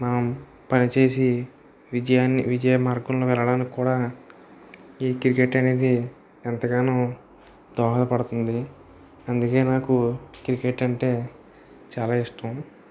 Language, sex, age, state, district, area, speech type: Telugu, male, 18-30, Andhra Pradesh, Kakinada, rural, spontaneous